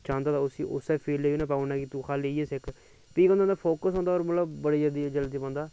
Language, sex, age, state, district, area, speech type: Dogri, male, 30-45, Jammu and Kashmir, Udhampur, urban, spontaneous